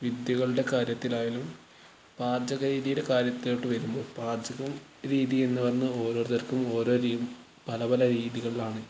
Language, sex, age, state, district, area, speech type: Malayalam, male, 18-30, Kerala, Wayanad, rural, spontaneous